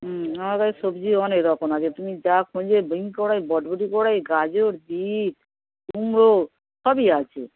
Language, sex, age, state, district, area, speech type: Bengali, female, 60+, West Bengal, Dakshin Dinajpur, rural, conversation